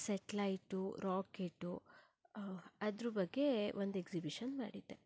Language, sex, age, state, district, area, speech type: Kannada, female, 30-45, Karnataka, Shimoga, rural, spontaneous